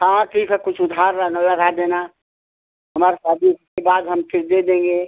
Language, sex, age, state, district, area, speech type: Hindi, female, 60+, Uttar Pradesh, Ghazipur, rural, conversation